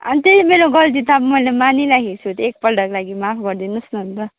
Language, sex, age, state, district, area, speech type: Nepali, female, 18-30, West Bengal, Darjeeling, rural, conversation